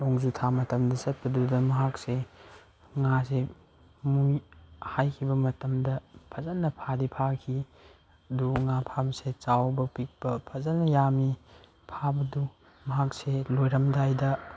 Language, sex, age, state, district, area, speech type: Manipuri, male, 18-30, Manipur, Chandel, rural, spontaneous